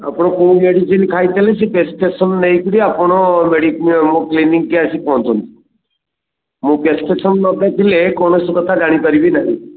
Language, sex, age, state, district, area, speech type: Odia, male, 45-60, Odisha, Kendrapara, urban, conversation